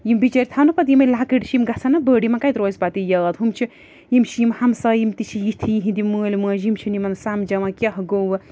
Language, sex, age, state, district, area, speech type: Kashmiri, female, 30-45, Jammu and Kashmir, Srinagar, urban, spontaneous